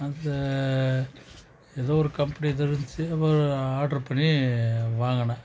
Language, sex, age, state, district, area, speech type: Tamil, male, 45-60, Tamil Nadu, Krishnagiri, rural, spontaneous